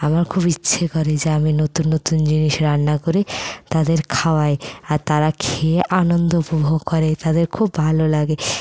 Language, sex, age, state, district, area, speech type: Bengali, female, 60+, West Bengal, Purulia, rural, spontaneous